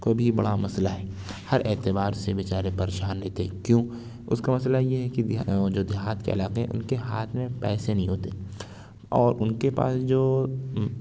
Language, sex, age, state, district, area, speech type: Urdu, male, 60+, Uttar Pradesh, Lucknow, urban, spontaneous